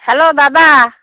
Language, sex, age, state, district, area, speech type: Bengali, female, 30-45, West Bengal, Howrah, urban, conversation